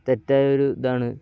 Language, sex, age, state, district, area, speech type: Malayalam, male, 18-30, Kerala, Kozhikode, rural, spontaneous